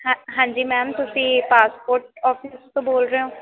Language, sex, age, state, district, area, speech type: Punjabi, female, 18-30, Punjab, Faridkot, urban, conversation